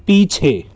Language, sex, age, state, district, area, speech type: Hindi, male, 18-30, Madhya Pradesh, Bhopal, urban, read